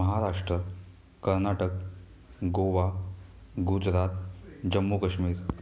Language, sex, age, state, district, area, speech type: Marathi, male, 30-45, Maharashtra, Raigad, rural, spontaneous